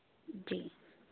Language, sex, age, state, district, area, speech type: Urdu, female, 30-45, Delhi, South Delhi, urban, conversation